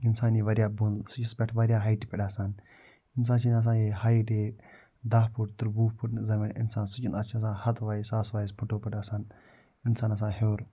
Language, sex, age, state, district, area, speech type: Kashmiri, male, 45-60, Jammu and Kashmir, Budgam, urban, spontaneous